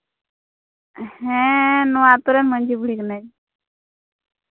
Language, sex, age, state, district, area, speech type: Santali, female, 45-60, Jharkhand, Pakur, rural, conversation